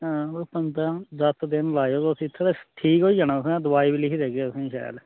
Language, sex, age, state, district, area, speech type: Dogri, male, 18-30, Jammu and Kashmir, Udhampur, rural, conversation